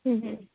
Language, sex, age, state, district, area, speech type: Bengali, female, 18-30, West Bengal, Dakshin Dinajpur, urban, conversation